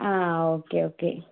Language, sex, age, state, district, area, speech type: Malayalam, female, 18-30, Kerala, Idukki, rural, conversation